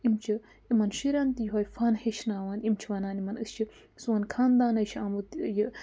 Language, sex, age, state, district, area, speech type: Kashmiri, female, 30-45, Jammu and Kashmir, Budgam, rural, spontaneous